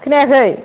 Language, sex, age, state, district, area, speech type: Bodo, female, 30-45, Assam, Kokrajhar, rural, conversation